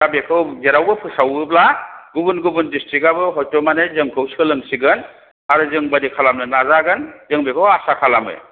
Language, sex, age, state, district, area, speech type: Bodo, male, 60+, Assam, Chirang, rural, conversation